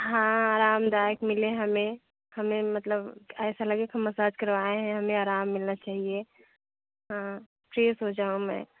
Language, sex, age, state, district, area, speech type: Hindi, female, 45-60, Uttar Pradesh, Jaunpur, rural, conversation